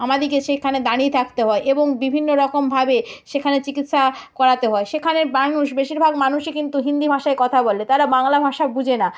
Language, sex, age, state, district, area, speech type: Bengali, female, 30-45, West Bengal, North 24 Parganas, rural, spontaneous